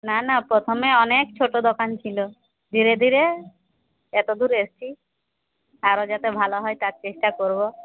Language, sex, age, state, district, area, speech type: Bengali, female, 45-60, West Bengal, Jhargram, rural, conversation